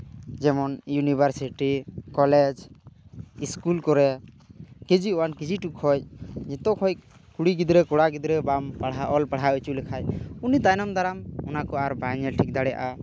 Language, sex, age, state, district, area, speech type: Santali, male, 18-30, West Bengal, Malda, rural, spontaneous